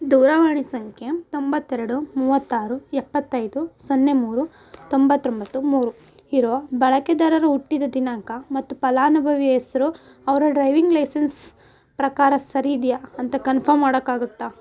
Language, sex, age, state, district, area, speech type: Kannada, female, 18-30, Karnataka, Davanagere, rural, read